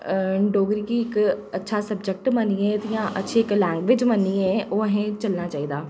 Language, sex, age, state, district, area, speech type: Dogri, female, 30-45, Jammu and Kashmir, Jammu, urban, spontaneous